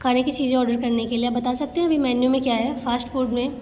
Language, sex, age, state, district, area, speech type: Hindi, female, 18-30, Uttar Pradesh, Bhadohi, rural, spontaneous